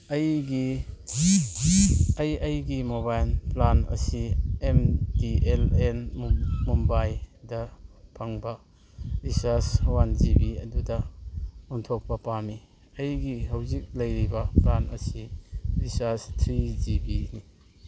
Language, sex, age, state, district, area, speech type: Manipuri, male, 45-60, Manipur, Kangpokpi, urban, read